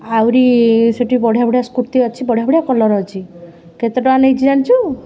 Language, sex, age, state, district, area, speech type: Odia, female, 30-45, Odisha, Puri, urban, spontaneous